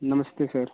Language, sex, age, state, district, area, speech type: Hindi, male, 18-30, Uttar Pradesh, Jaunpur, urban, conversation